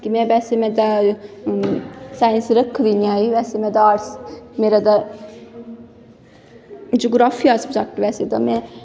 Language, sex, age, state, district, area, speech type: Dogri, female, 18-30, Jammu and Kashmir, Kathua, rural, spontaneous